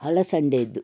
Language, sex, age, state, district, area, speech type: Kannada, female, 60+, Karnataka, Udupi, rural, spontaneous